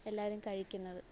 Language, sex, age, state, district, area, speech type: Malayalam, female, 18-30, Kerala, Alappuzha, rural, spontaneous